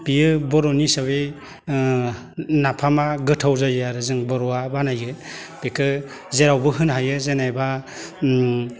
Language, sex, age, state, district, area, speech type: Bodo, male, 45-60, Assam, Baksa, urban, spontaneous